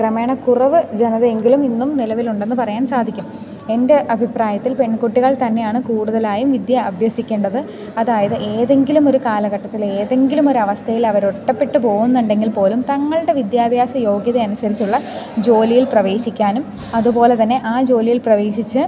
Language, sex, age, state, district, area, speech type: Malayalam, female, 18-30, Kerala, Idukki, rural, spontaneous